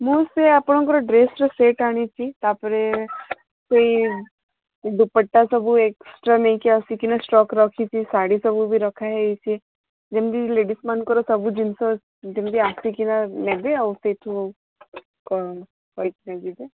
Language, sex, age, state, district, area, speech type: Odia, female, 45-60, Odisha, Sundergarh, rural, conversation